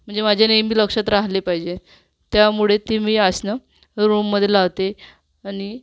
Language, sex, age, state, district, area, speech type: Marathi, female, 45-60, Maharashtra, Amravati, urban, spontaneous